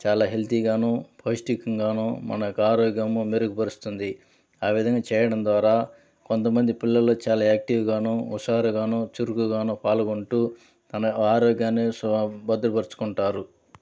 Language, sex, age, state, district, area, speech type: Telugu, male, 30-45, Andhra Pradesh, Sri Balaji, urban, spontaneous